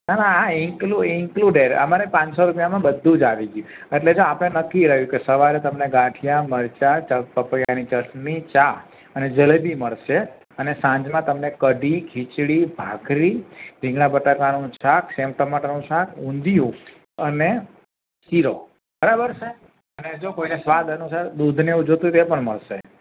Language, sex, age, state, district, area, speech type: Gujarati, male, 30-45, Gujarat, Ahmedabad, urban, conversation